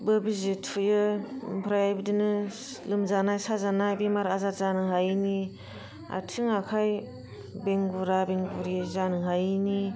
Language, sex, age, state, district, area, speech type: Bodo, female, 30-45, Assam, Kokrajhar, rural, spontaneous